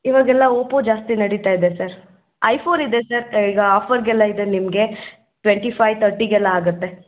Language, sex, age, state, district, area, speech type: Kannada, female, 18-30, Karnataka, Chikkamagaluru, rural, conversation